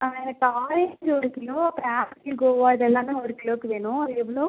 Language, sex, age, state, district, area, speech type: Tamil, female, 18-30, Tamil Nadu, Pudukkottai, rural, conversation